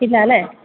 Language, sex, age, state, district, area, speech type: Malayalam, female, 30-45, Kerala, Idukki, rural, conversation